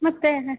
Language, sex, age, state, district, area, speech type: Kannada, female, 45-60, Karnataka, Uttara Kannada, rural, conversation